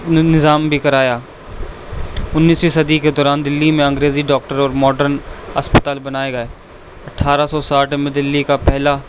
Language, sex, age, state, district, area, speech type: Urdu, male, 18-30, Delhi, East Delhi, urban, spontaneous